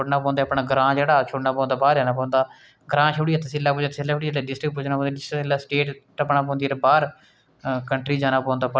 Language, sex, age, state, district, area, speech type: Dogri, male, 30-45, Jammu and Kashmir, Udhampur, rural, spontaneous